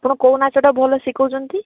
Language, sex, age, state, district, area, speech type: Odia, female, 30-45, Odisha, Balasore, rural, conversation